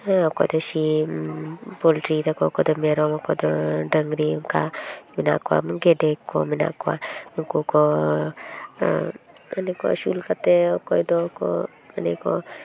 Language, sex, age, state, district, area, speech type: Santali, female, 30-45, West Bengal, Paschim Bardhaman, urban, spontaneous